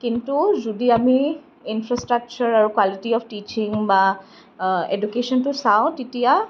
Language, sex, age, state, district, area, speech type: Assamese, female, 30-45, Assam, Kamrup Metropolitan, urban, spontaneous